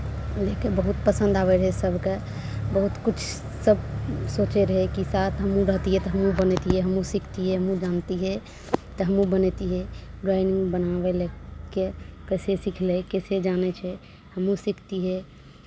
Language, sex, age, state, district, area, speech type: Maithili, female, 18-30, Bihar, Araria, urban, spontaneous